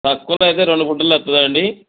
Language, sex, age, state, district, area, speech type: Telugu, male, 30-45, Telangana, Mancherial, rural, conversation